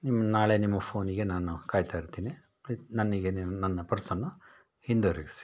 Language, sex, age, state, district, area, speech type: Kannada, male, 45-60, Karnataka, Shimoga, rural, spontaneous